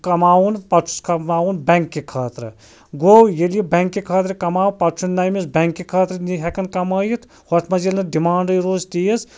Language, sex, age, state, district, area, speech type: Kashmiri, male, 30-45, Jammu and Kashmir, Anantnag, rural, spontaneous